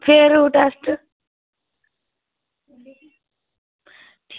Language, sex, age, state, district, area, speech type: Dogri, female, 18-30, Jammu and Kashmir, Reasi, rural, conversation